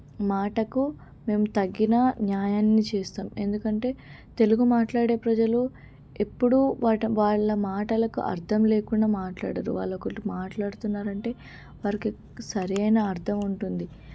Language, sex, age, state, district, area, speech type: Telugu, female, 18-30, Telangana, Medak, rural, spontaneous